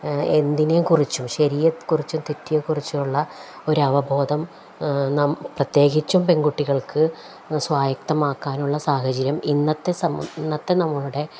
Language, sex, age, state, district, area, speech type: Malayalam, female, 45-60, Kerala, Palakkad, rural, spontaneous